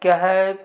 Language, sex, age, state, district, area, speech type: Hindi, male, 45-60, Madhya Pradesh, Betul, rural, spontaneous